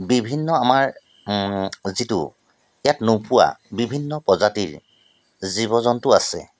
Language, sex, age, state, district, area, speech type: Assamese, male, 45-60, Assam, Tinsukia, urban, spontaneous